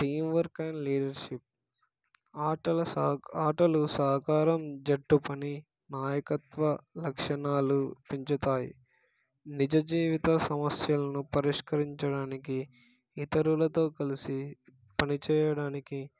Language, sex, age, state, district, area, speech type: Telugu, male, 18-30, Telangana, Suryapet, urban, spontaneous